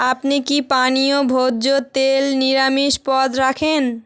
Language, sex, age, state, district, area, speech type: Bengali, female, 18-30, West Bengal, South 24 Parganas, rural, read